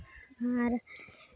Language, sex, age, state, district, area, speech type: Santali, female, 18-30, West Bengal, Uttar Dinajpur, rural, spontaneous